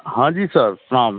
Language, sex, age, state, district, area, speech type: Hindi, male, 30-45, Bihar, Samastipur, urban, conversation